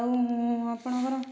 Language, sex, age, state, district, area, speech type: Odia, female, 30-45, Odisha, Kendujhar, urban, spontaneous